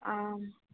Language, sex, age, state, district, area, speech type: Sanskrit, female, 18-30, Maharashtra, Wardha, urban, conversation